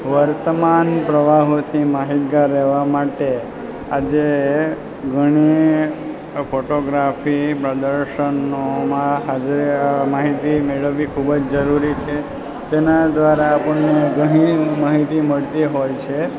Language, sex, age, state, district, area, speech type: Gujarati, male, 30-45, Gujarat, Valsad, rural, spontaneous